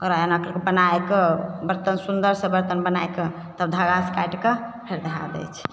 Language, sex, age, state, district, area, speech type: Maithili, female, 30-45, Bihar, Begusarai, rural, spontaneous